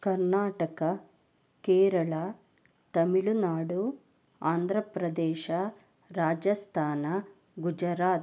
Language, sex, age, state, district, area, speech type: Kannada, female, 30-45, Karnataka, Chikkaballapur, rural, spontaneous